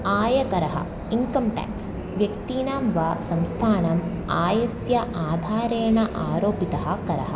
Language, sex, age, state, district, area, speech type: Sanskrit, female, 18-30, Kerala, Thrissur, urban, spontaneous